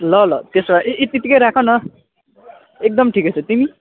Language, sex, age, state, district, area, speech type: Nepali, male, 18-30, West Bengal, Kalimpong, rural, conversation